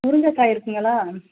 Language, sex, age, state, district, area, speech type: Tamil, female, 45-60, Tamil Nadu, Thanjavur, rural, conversation